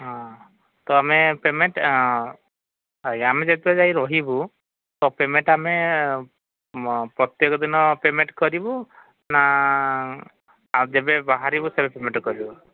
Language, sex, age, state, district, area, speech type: Odia, male, 45-60, Odisha, Sambalpur, rural, conversation